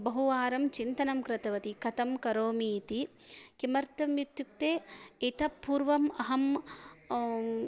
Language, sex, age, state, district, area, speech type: Sanskrit, female, 30-45, Karnataka, Shimoga, rural, spontaneous